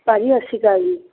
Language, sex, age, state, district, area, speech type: Punjabi, female, 30-45, Punjab, Barnala, rural, conversation